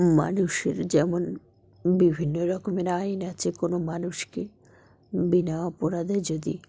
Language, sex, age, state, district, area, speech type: Bengali, female, 45-60, West Bengal, Dakshin Dinajpur, urban, spontaneous